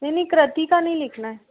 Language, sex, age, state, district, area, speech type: Hindi, female, 30-45, Madhya Pradesh, Chhindwara, urban, conversation